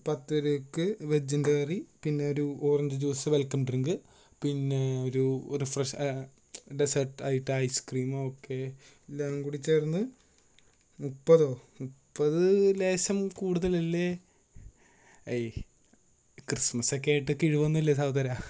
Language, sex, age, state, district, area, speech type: Malayalam, male, 18-30, Kerala, Thrissur, urban, spontaneous